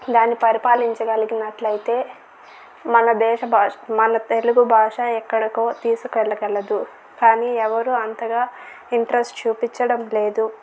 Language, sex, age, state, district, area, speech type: Telugu, female, 18-30, Andhra Pradesh, Chittoor, urban, spontaneous